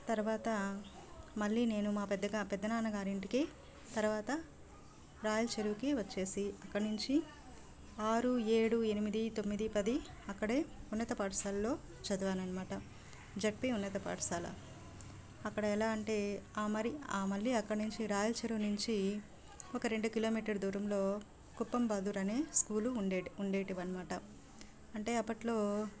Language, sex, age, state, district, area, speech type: Telugu, female, 30-45, Andhra Pradesh, Sri Balaji, rural, spontaneous